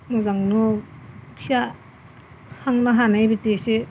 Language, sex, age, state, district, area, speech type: Bodo, female, 30-45, Assam, Goalpara, rural, spontaneous